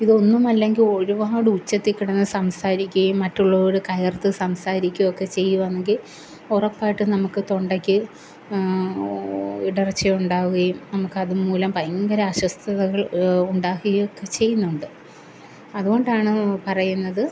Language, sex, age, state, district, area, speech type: Malayalam, female, 30-45, Kerala, Kollam, rural, spontaneous